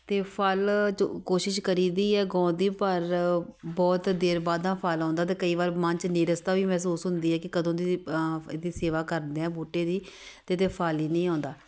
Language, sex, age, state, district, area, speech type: Punjabi, female, 30-45, Punjab, Tarn Taran, urban, spontaneous